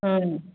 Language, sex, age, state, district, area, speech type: Manipuri, female, 45-60, Manipur, Kakching, rural, conversation